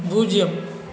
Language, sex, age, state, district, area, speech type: Tamil, male, 45-60, Tamil Nadu, Cuddalore, rural, read